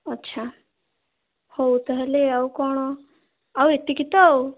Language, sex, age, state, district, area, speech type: Odia, female, 18-30, Odisha, Bhadrak, rural, conversation